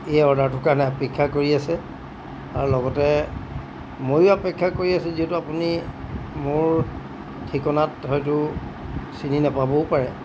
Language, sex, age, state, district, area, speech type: Assamese, male, 45-60, Assam, Golaghat, urban, spontaneous